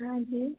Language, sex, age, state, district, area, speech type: Hindi, female, 30-45, Bihar, Begusarai, urban, conversation